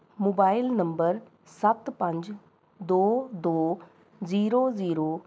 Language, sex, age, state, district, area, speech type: Punjabi, female, 30-45, Punjab, Rupnagar, urban, read